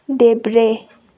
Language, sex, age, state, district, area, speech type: Nepali, female, 30-45, West Bengal, Darjeeling, rural, read